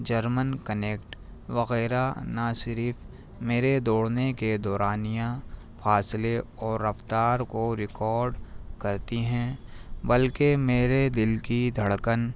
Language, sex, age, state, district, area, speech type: Urdu, male, 30-45, Delhi, New Delhi, urban, spontaneous